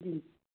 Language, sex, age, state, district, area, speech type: Gujarati, female, 18-30, Gujarat, Ahmedabad, urban, conversation